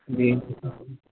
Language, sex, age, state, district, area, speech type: Urdu, male, 18-30, Delhi, Central Delhi, urban, conversation